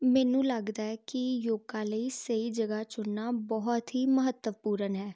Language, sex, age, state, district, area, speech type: Punjabi, female, 18-30, Punjab, Jalandhar, urban, spontaneous